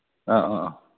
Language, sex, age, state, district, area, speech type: Manipuri, male, 45-60, Manipur, Imphal East, rural, conversation